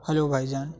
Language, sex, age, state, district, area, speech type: Urdu, male, 18-30, Uttar Pradesh, Saharanpur, urban, spontaneous